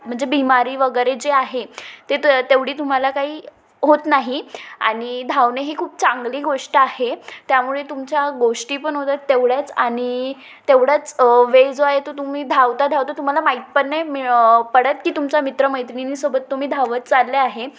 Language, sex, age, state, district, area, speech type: Marathi, female, 18-30, Maharashtra, Wardha, rural, spontaneous